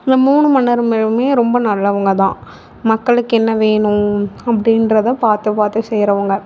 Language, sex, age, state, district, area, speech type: Tamil, female, 30-45, Tamil Nadu, Mayiladuthurai, urban, spontaneous